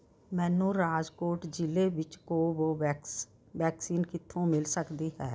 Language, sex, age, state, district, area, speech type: Punjabi, female, 60+, Punjab, Rupnagar, urban, read